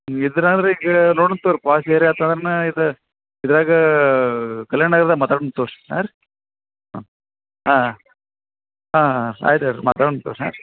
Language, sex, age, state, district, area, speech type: Kannada, male, 45-60, Karnataka, Dharwad, rural, conversation